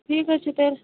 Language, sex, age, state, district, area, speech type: Kashmiri, female, 30-45, Jammu and Kashmir, Bandipora, rural, conversation